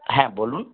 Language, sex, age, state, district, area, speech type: Bengali, male, 60+, West Bengal, Purulia, rural, conversation